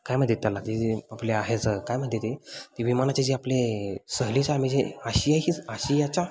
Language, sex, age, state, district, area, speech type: Marathi, male, 18-30, Maharashtra, Satara, rural, spontaneous